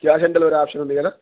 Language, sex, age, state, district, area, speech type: Telugu, male, 18-30, Telangana, Jangaon, rural, conversation